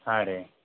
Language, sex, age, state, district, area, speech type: Kannada, male, 30-45, Karnataka, Belgaum, rural, conversation